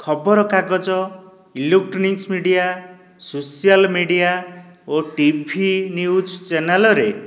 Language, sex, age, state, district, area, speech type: Odia, male, 45-60, Odisha, Dhenkanal, rural, spontaneous